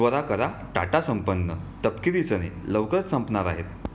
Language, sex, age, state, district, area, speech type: Marathi, male, 30-45, Maharashtra, Raigad, rural, read